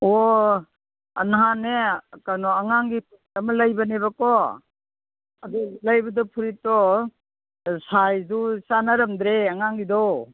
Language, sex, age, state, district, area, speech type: Manipuri, female, 60+, Manipur, Imphal East, urban, conversation